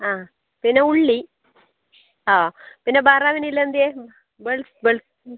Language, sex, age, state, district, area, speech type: Malayalam, female, 30-45, Kerala, Kasaragod, rural, conversation